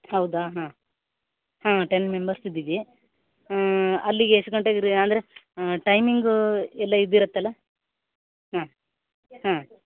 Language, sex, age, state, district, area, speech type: Kannada, female, 30-45, Karnataka, Uttara Kannada, rural, conversation